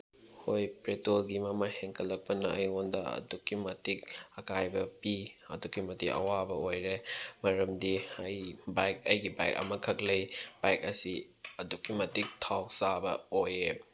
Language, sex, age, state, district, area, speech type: Manipuri, male, 18-30, Manipur, Bishnupur, rural, spontaneous